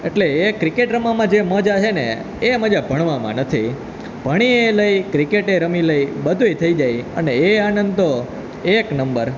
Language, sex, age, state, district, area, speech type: Gujarati, male, 18-30, Gujarat, Junagadh, rural, spontaneous